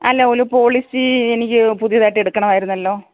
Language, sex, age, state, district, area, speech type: Malayalam, female, 60+, Kerala, Alappuzha, rural, conversation